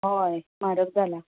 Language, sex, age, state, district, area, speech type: Goan Konkani, female, 30-45, Goa, Bardez, rural, conversation